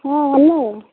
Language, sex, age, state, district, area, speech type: Odia, female, 45-60, Odisha, Gajapati, rural, conversation